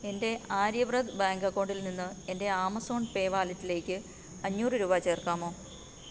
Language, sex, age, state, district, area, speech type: Malayalam, female, 45-60, Kerala, Pathanamthitta, rural, read